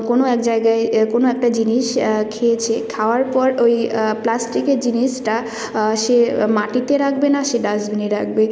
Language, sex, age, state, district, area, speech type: Bengali, female, 18-30, West Bengal, Jalpaiguri, rural, spontaneous